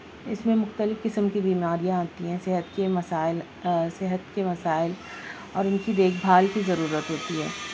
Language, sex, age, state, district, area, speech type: Urdu, female, 30-45, Maharashtra, Nashik, urban, spontaneous